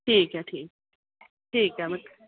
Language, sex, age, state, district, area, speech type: Dogri, female, 30-45, Jammu and Kashmir, Reasi, urban, conversation